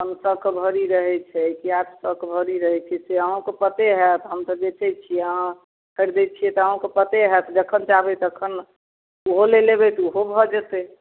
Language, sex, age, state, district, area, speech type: Maithili, female, 45-60, Bihar, Samastipur, rural, conversation